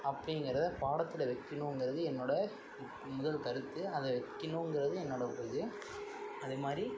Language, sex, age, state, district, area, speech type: Tamil, male, 18-30, Tamil Nadu, Tiruvarur, urban, spontaneous